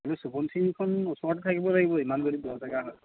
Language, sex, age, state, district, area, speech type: Assamese, male, 18-30, Assam, Lakhimpur, urban, conversation